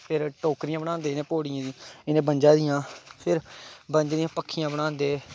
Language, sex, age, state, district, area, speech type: Dogri, male, 18-30, Jammu and Kashmir, Kathua, rural, spontaneous